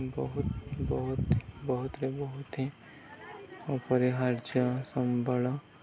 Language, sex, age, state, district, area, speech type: Odia, male, 18-30, Odisha, Nuapada, urban, spontaneous